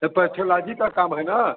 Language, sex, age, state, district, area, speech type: Hindi, male, 60+, Uttar Pradesh, Chandauli, urban, conversation